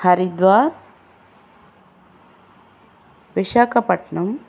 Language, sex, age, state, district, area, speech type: Telugu, female, 45-60, Andhra Pradesh, Chittoor, rural, spontaneous